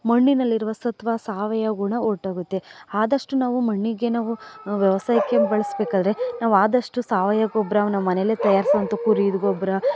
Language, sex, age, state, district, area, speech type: Kannada, female, 30-45, Karnataka, Mandya, rural, spontaneous